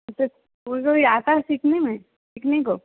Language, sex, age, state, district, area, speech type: Hindi, female, 30-45, Madhya Pradesh, Seoni, urban, conversation